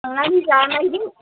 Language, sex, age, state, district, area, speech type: Bodo, female, 60+, Assam, Kokrajhar, urban, conversation